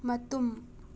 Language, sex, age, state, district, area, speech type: Manipuri, female, 18-30, Manipur, Imphal West, rural, read